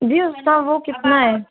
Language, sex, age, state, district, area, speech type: Hindi, female, 18-30, Rajasthan, Jodhpur, urban, conversation